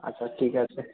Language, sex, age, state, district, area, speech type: Bengali, male, 18-30, West Bengal, Bankura, urban, conversation